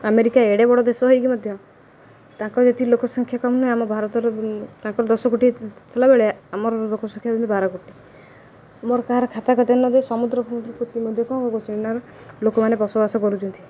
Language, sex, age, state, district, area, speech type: Odia, female, 18-30, Odisha, Jagatsinghpur, rural, spontaneous